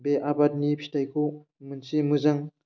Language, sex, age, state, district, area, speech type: Bodo, male, 18-30, Assam, Udalguri, rural, spontaneous